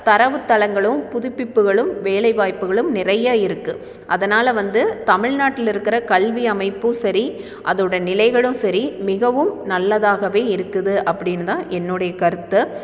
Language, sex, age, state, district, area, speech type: Tamil, female, 30-45, Tamil Nadu, Tiruppur, urban, spontaneous